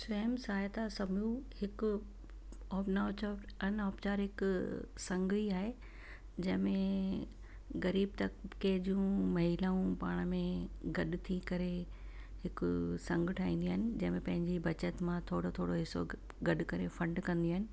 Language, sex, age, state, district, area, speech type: Sindhi, female, 60+, Rajasthan, Ajmer, urban, spontaneous